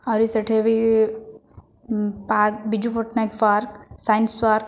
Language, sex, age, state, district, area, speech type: Odia, female, 30-45, Odisha, Kandhamal, rural, spontaneous